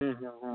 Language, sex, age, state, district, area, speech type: Maithili, male, 18-30, Bihar, Saharsa, rural, conversation